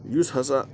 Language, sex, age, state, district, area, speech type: Kashmiri, male, 18-30, Jammu and Kashmir, Bandipora, rural, spontaneous